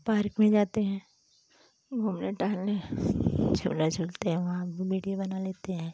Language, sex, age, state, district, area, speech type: Hindi, female, 45-60, Uttar Pradesh, Pratapgarh, rural, spontaneous